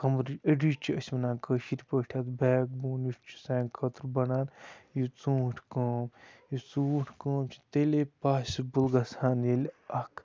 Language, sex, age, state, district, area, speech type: Kashmiri, male, 45-60, Jammu and Kashmir, Bandipora, rural, spontaneous